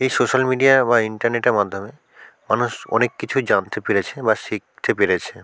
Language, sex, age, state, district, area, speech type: Bengali, male, 45-60, West Bengal, South 24 Parganas, rural, spontaneous